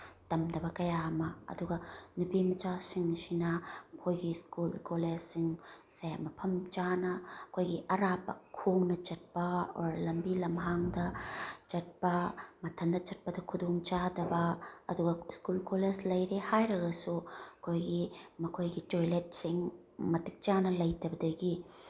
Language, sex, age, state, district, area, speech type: Manipuri, female, 30-45, Manipur, Bishnupur, rural, spontaneous